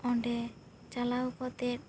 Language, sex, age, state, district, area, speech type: Santali, female, 18-30, West Bengal, Bankura, rural, spontaneous